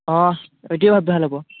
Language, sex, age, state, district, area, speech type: Assamese, male, 30-45, Assam, Biswanath, rural, conversation